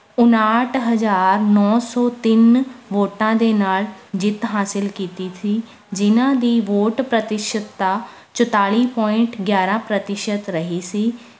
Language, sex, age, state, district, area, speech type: Punjabi, female, 18-30, Punjab, Rupnagar, urban, spontaneous